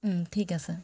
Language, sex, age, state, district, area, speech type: Assamese, female, 30-45, Assam, Charaideo, urban, spontaneous